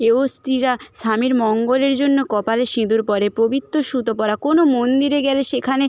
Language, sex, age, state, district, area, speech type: Bengali, female, 18-30, West Bengal, Paschim Medinipur, rural, spontaneous